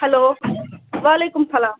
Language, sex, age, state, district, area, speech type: Kashmiri, female, 18-30, Jammu and Kashmir, Ganderbal, rural, conversation